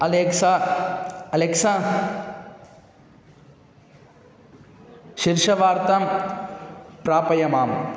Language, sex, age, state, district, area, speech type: Sanskrit, male, 18-30, Andhra Pradesh, Kadapa, urban, read